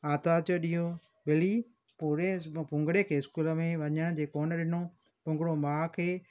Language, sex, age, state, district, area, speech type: Sindhi, female, 60+, Maharashtra, Thane, urban, spontaneous